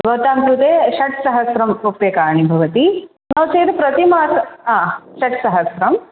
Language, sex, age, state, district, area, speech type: Sanskrit, female, 18-30, Kerala, Thrissur, urban, conversation